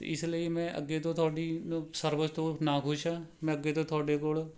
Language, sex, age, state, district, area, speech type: Punjabi, male, 30-45, Punjab, Rupnagar, rural, spontaneous